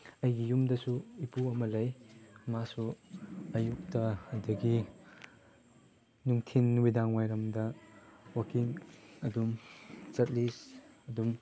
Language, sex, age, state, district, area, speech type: Manipuri, male, 18-30, Manipur, Chandel, rural, spontaneous